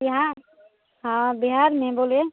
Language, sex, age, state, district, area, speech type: Hindi, female, 18-30, Bihar, Madhepura, rural, conversation